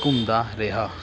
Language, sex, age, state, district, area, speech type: Punjabi, male, 30-45, Punjab, Pathankot, rural, spontaneous